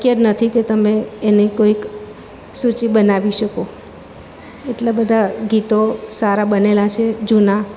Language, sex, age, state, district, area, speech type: Gujarati, female, 45-60, Gujarat, Surat, urban, spontaneous